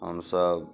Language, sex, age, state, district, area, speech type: Maithili, male, 30-45, Bihar, Muzaffarpur, urban, spontaneous